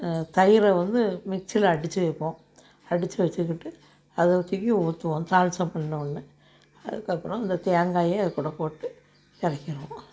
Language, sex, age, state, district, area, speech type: Tamil, female, 60+, Tamil Nadu, Thoothukudi, rural, spontaneous